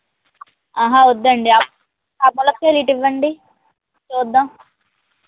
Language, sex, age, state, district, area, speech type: Telugu, female, 18-30, Andhra Pradesh, Krishna, urban, conversation